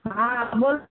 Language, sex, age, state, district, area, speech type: Maithili, female, 60+, Bihar, Supaul, rural, conversation